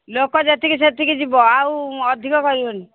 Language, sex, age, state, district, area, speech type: Odia, female, 60+, Odisha, Angul, rural, conversation